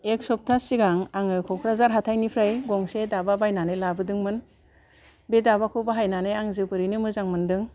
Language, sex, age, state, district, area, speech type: Bodo, female, 60+, Assam, Kokrajhar, rural, spontaneous